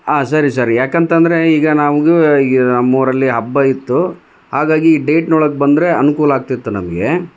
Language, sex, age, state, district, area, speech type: Kannada, male, 30-45, Karnataka, Vijayanagara, rural, spontaneous